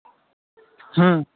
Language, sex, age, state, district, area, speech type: Bengali, male, 18-30, West Bengal, Howrah, urban, conversation